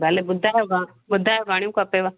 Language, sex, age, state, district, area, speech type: Sindhi, female, 30-45, Gujarat, Junagadh, rural, conversation